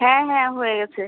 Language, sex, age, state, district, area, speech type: Bengali, female, 30-45, West Bengal, Uttar Dinajpur, urban, conversation